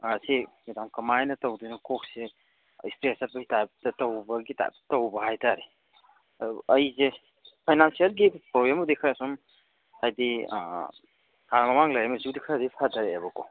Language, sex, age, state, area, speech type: Manipuri, male, 30-45, Manipur, urban, conversation